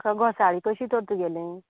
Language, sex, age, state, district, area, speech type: Goan Konkani, female, 30-45, Goa, Canacona, rural, conversation